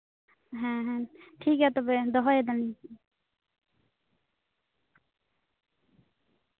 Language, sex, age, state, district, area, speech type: Santali, female, 18-30, West Bengal, Bankura, rural, conversation